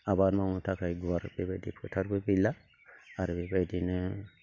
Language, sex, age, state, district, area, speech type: Bodo, male, 45-60, Assam, Baksa, urban, spontaneous